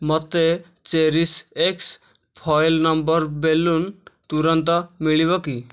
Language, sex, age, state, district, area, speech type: Odia, male, 18-30, Odisha, Nayagarh, rural, read